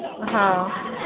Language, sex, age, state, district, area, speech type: Telugu, female, 18-30, Andhra Pradesh, N T Rama Rao, urban, conversation